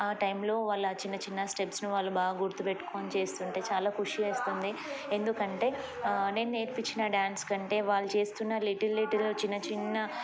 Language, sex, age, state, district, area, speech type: Telugu, female, 30-45, Telangana, Ranga Reddy, urban, spontaneous